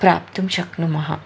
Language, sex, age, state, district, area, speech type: Sanskrit, female, 30-45, Karnataka, Bangalore Urban, urban, spontaneous